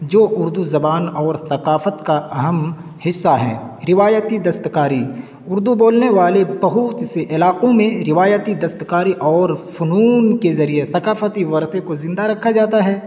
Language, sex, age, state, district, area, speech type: Urdu, male, 18-30, Uttar Pradesh, Siddharthnagar, rural, spontaneous